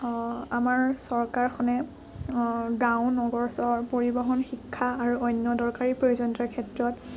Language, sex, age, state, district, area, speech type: Assamese, female, 18-30, Assam, Morigaon, rural, spontaneous